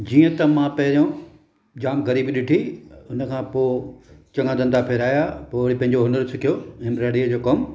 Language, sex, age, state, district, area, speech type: Sindhi, male, 45-60, Maharashtra, Thane, urban, spontaneous